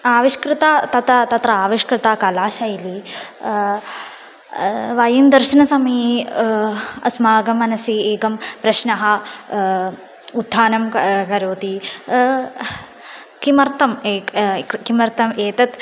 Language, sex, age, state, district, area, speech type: Sanskrit, female, 18-30, Kerala, Malappuram, rural, spontaneous